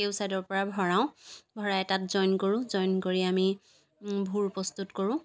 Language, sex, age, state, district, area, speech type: Assamese, female, 18-30, Assam, Sivasagar, rural, spontaneous